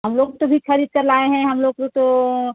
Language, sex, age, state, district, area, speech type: Hindi, female, 30-45, Uttar Pradesh, Ghazipur, rural, conversation